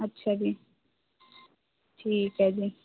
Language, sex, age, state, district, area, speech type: Punjabi, female, 18-30, Punjab, Shaheed Bhagat Singh Nagar, rural, conversation